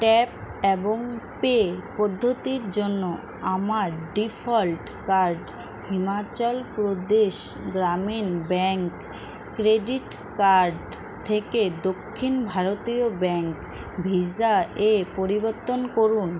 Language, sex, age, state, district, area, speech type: Bengali, female, 18-30, West Bengal, Alipurduar, rural, read